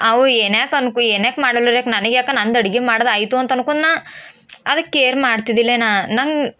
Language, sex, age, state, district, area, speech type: Kannada, female, 18-30, Karnataka, Bidar, urban, spontaneous